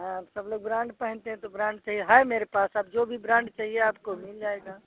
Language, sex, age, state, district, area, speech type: Hindi, female, 60+, Uttar Pradesh, Azamgarh, rural, conversation